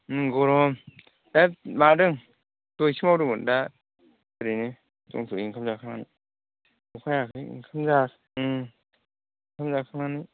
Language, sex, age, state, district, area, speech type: Bodo, male, 45-60, Assam, Kokrajhar, urban, conversation